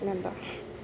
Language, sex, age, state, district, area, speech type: Malayalam, female, 30-45, Kerala, Alappuzha, rural, spontaneous